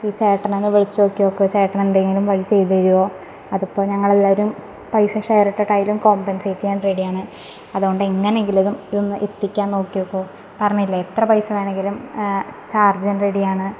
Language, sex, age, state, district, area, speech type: Malayalam, female, 18-30, Kerala, Thrissur, urban, spontaneous